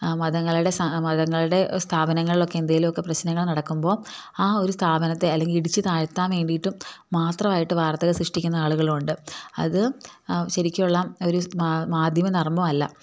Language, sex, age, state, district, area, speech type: Malayalam, female, 30-45, Kerala, Idukki, rural, spontaneous